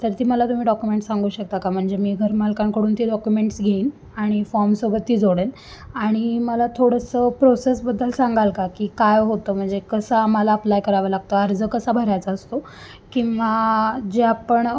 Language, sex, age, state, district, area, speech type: Marathi, female, 18-30, Maharashtra, Sangli, urban, spontaneous